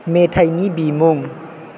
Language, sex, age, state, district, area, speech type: Bodo, male, 18-30, Assam, Chirang, urban, read